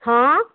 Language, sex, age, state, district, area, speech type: Odia, female, 60+, Odisha, Jharsuguda, rural, conversation